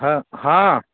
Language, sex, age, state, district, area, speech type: Hindi, male, 30-45, Uttar Pradesh, Jaunpur, rural, conversation